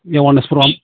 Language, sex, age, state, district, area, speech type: Bodo, male, 45-60, Assam, Udalguri, urban, conversation